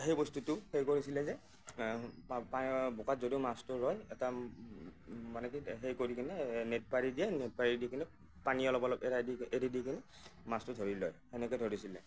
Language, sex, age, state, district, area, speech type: Assamese, male, 30-45, Assam, Nagaon, rural, spontaneous